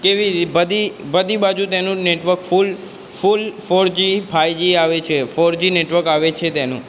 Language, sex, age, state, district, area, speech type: Gujarati, male, 18-30, Gujarat, Aravalli, urban, spontaneous